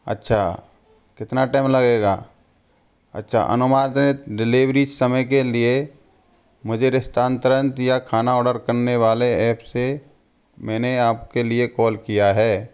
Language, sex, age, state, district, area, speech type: Hindi, male, 18-30, Rajasthan, Karauli, rural, spontaneous